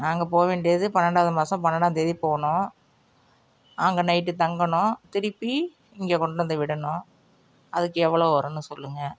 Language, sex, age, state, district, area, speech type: Tamil, female, 45-60, Tamil Nadu, Nagapattinam, rural, spontaneous